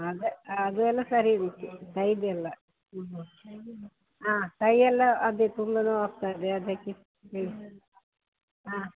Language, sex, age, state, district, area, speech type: Kannada, female, 60+, Karnataka, Dakshina Kannada, rural, conversation